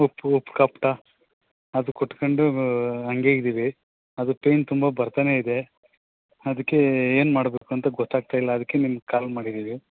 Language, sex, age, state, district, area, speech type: Kannada, male, 45-60, Karnataka, Bangalore Urban, rural, conversation